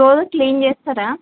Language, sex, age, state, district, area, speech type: Telugu, female, 30-45, Telangana, Komaram Bheem, urban, conversation